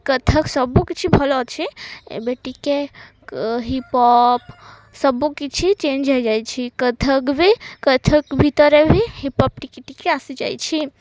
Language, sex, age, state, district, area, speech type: Odia, female, 18-30, Odisha, Malkangiri, urban, spontaneous